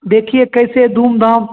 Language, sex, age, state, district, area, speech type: Hindi, male, 45-60, Bihar, Begusarai, urban, conversation